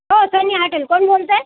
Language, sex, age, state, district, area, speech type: Marathi, female, 60+, Maharashtra, Nanded, urban, conversation